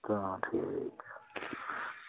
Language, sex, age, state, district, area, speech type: Dogri, male, 30-45, Jammu and Kashmir, Reasi, rural, conversation